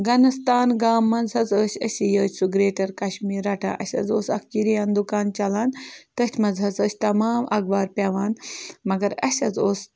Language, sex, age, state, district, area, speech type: Kashmiri, female, 18-30, Jammu and Kashmir, Bandipora, rural, spontaneous